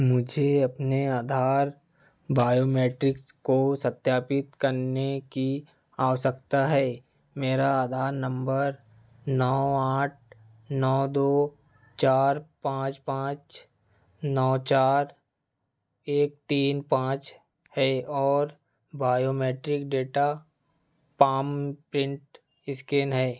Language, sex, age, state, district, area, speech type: Hindi, male, 30-45, Madhya Pradesh, Seoni, rural, read